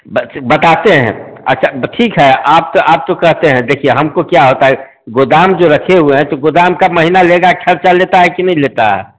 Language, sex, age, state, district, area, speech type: Hindi, male, 45-60, Bihar, Samastipur, urban, conversation